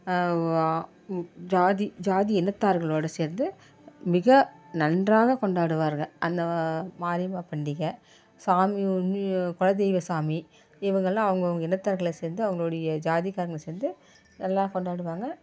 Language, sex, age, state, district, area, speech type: Tamil, female, 45-60, Tamil Nadu, Dharmapuri, rural, spontaneous